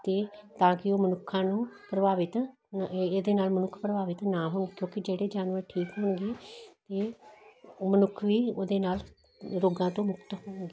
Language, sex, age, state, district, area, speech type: Punjabi, female, 60+, Punjab, Jalandhar, urban, spontaneous